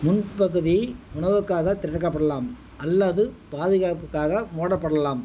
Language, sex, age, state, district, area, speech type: Tamil, male, 60+, Tamil Nadu, Madurai, rural, read